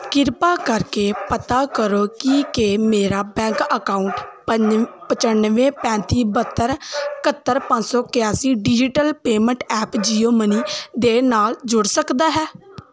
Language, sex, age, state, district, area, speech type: Punjabi, female, 18-30, Punjab, Gurdaspur, rural, read